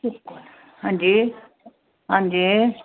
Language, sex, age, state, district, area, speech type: Dogri, female, 45-60, Jammu and Kashmir, Samba, urban, conversation